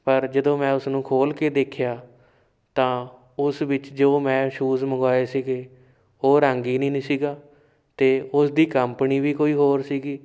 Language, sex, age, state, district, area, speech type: Punjabi, male, 18-30, Punjab, Shaheed Bhagat Singh Nagar, urban, spontaneous